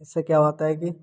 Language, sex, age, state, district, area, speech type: Hindi, male, 18-30, Bihar, Samastipur, urban, spontaneous